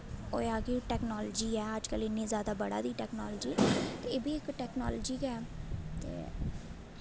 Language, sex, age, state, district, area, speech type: Dogri, female, 18-30, Jammu and Kashmir, Jammu, rural, spontaneous